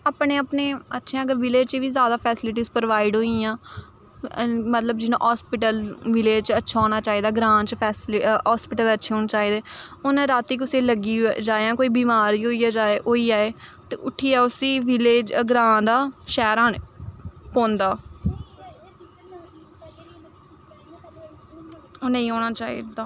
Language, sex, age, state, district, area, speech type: Dogri, female, 18-30, Jammu and Kashmir, Samba, rural, spontaneous